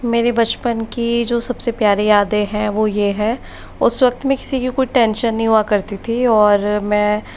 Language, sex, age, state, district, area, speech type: Hindi, female, 60+, Rajasthan, Jaipur, urban, spontaneous